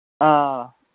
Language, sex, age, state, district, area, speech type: Manipuri, male, 18-30, Manipur, Kangpokpi, urban, conversation